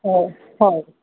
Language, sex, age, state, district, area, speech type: Odia, female, 30-45, Odisha, Sambalpur, rural, conversation